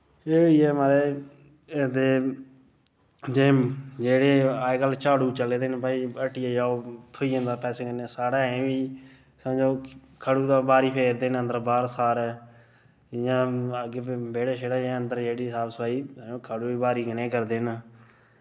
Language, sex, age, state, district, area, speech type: Dogri, male, 18-30, Jammu and Kashmir, Reasi, urban, spontaneous